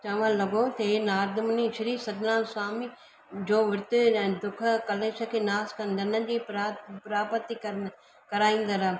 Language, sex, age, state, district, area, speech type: Sindhi, female, 60+, Gujarat, Surat, urban, spontaneous